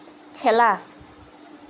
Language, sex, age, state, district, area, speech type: Assamese, female, 30-45, Assam, Lakhimpur, rural, read